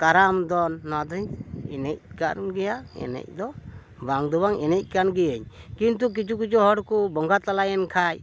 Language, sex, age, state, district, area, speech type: Santali, male, 60+, West Bengal, Dakshin Dinajpur, rural, spontaneous